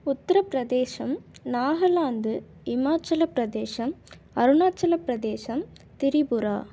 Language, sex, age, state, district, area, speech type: Tamil, female, 30-45, Tamil Nadu, Tiruvarur, rural, spontaneous